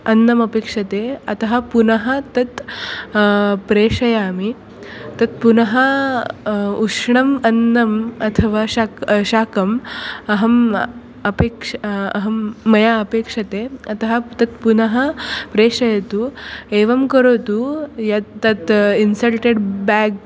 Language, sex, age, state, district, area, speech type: Sanskrit, female, 18-30, Maharashtra, Nagpur, urban, spontaneous